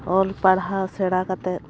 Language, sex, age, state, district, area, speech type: Santali, female, 30-45, West Bengal, Bankura, rural, spontaneous